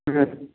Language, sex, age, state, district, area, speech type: Odia, male, 45-60, Odisha, Nuapada, urban, conversation